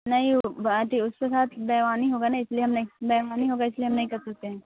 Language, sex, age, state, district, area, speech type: Hindi, female, 18-30, Bihar, Muzaffarpur, rural, conversation